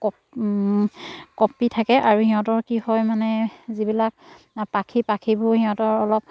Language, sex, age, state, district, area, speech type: Assamese, female, 30-45, Assam, Charaideo, rural, spontaneous